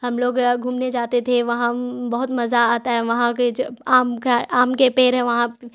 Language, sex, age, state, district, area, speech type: Urdu, female, 18-30, Bihar, Khagaria, rural, spontaneous